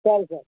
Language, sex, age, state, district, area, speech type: Telugu, male, 30-45, Andhra Pradesh, West Godavari, rural, conversation